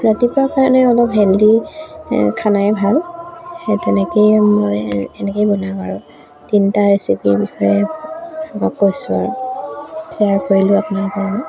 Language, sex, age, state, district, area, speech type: Assamese, female, 45-60, Assam, Charaideo, urban, spontaneous